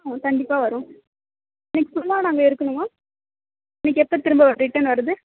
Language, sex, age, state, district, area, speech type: Tamil, female, 18-30, Tamil Nadu, Mayiladuthurai, urban, conversation